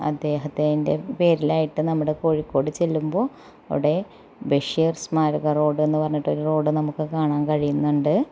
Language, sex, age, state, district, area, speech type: Malayalam, female, 30-45, Kerala, Malappuram, rural, spontaneous